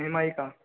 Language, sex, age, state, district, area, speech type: Hindi, male, 60+, Rajasthan, Karauli, rural, conversation